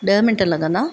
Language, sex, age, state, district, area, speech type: Sindhi, female, 45-60, Maharashtra, Thane, urban, spontaneous